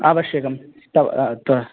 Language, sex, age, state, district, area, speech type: Sanskrit, male, 18-30, Andhra Pradesh, Kadapa, urban, conversation